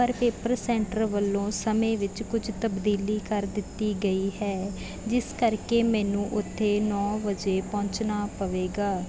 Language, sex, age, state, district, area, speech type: Punjabi, female, 18-30, Punjab, Bathinda, rural, spontaneous